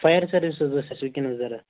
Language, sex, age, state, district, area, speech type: Kashmiri, male, 18-30, Jammu and Kashmir, Bandipora, urban, conversation